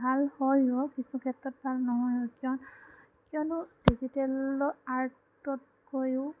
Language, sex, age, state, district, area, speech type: Assamese, female, 18-30, Assam, Sonitpur, rural, spontaneous